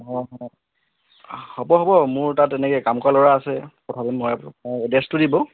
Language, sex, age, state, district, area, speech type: Assamese, male, 18-30, Assam, Tinsukia, urban, conversation